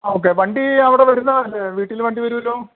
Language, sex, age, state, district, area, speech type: Malayalam, male, 45-60, Kerala, Idukki, rural, conversation